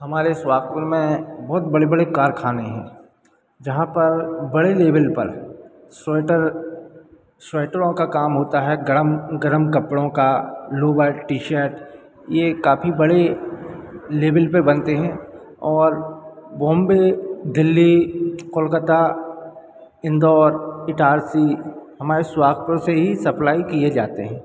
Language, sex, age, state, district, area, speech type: Hindi, male, 45-60, Madhya Pradesh, Hoshangabad, rural, spontaneous